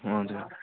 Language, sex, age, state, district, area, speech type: Nepali, male, 18-30, West Bengal, Darjeeling, rural, conversation